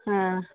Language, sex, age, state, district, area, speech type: Kannada, female, 60+, Karnataka, Udupi, rural, conversation